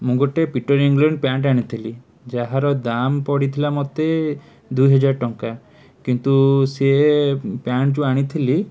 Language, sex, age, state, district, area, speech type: Odia, male, 18-30, Odisha, Cuttack, urban, spontaneous